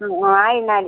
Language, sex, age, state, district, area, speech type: Malayalam, female, 60+, Kerala, Kasaragod, rural, conversation